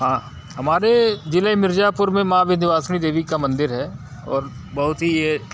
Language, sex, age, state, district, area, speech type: Hindi, male, 45-60, Uttar Pradesh, Mirzapur, urban, spontaneous